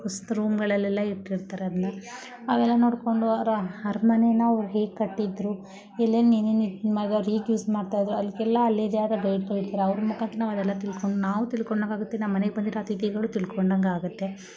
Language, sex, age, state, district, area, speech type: Kannada, female, 45-60, Karnataka, Mysore, rural, spontaneous